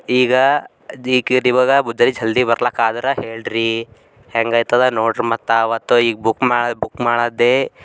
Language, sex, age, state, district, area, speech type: Kannada, male, 18-30, Karnataka, Bidar, urban, spontaneous